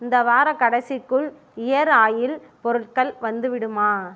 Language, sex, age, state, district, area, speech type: Tamil, female, 18-30, Tamil Nadu, Ariyalur, rural, read